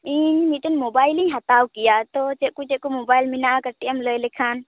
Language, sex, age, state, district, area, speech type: Santali, female, 18-30, West Bengal, Purba Bardhaman, rural, conversation